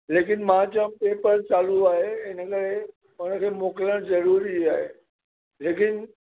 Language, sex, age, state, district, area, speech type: Sindhi, male, 45-60, Maharashtra, Mumbai Suburban, urban, conversation